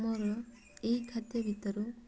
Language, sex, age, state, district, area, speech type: Odia, female, 18-30, Odisha, Mayurbhanj, rural, spontaneous